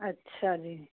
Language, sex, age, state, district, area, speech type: Punjabi, female, 30-45, Punjab, Fazilka, urban, conversation